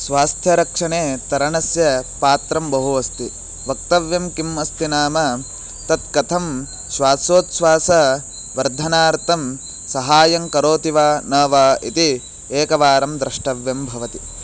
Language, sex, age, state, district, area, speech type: Sanskrit, male, 18-30, Karnataka, Bagalkot, rural, spontaneous